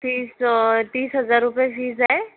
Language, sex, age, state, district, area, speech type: Marathi, female, 60+, Maharashtra, Yavatmal, rural, conversation